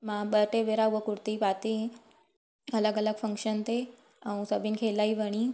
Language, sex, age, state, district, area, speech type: Sindhi, female, 30-45, Gujarat, Surat, urban, spontaneous